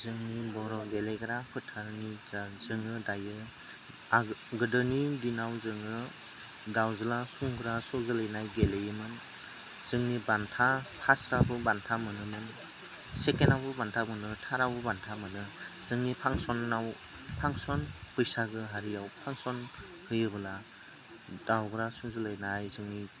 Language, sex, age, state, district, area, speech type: Bodo, male, 30-45, Assam, Udalguri, rural, spontaneous